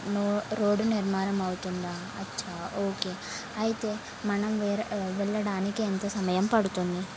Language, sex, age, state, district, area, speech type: Telugu, female, 18-30, Telangana, Jangaon, urban, spontaneous